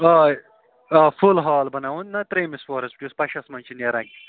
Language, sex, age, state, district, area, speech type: Kashmiri, male, 18-30, Jammu and Kashmir, Ganderbal, rural, conversation